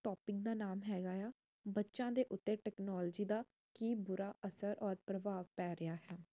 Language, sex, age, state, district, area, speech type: Punjabi, female, 18-30, Punjab, Jalandhar, urban, spontaneous